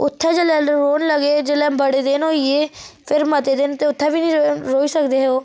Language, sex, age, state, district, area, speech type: Dogri, female, 30-45, Jammu and Kashmir, Reasi, rural, spontaneous